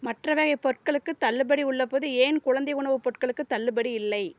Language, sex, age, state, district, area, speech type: Tamil, female, 30-45, Tamil Nadu, Dharmapuri, rural, read